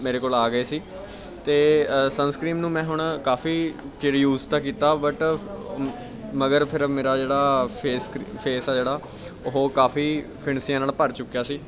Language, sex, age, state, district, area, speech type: Punjabi, male, 18-30, Punjab, Bathinda, urban, spontaneous